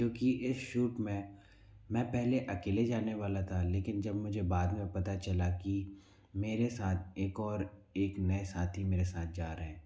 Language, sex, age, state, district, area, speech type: Hindi, male, 45-60, Madhya Pradesh, Bhopal, urban, spontaneous